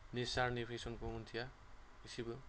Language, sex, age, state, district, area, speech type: Bodo, male, 30-45, Assam, Goalpara, rural, spontaneous